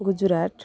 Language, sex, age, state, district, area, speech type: Odia, female, 30-45, Odisha, Kendrapara, urban, spontaneous